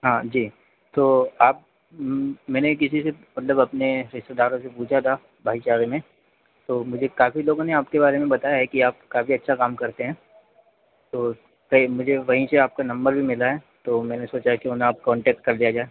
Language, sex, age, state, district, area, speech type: Hindi, male, 30-45, Madhya Pradesh, Harda, urban, conversation